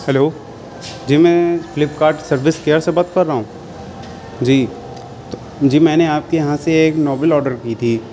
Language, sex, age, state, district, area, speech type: Urdu, male, 18-30, Uttar Pradesh, Shahjahanpur, urban, spontaneous